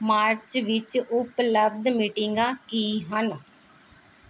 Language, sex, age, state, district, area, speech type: Punjabi, female, 30-45, Punjab, Mohali, urban, read